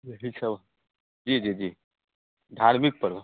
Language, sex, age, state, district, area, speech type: Hindi, male, 18-30, Bihar, Samastipur, rural, conversation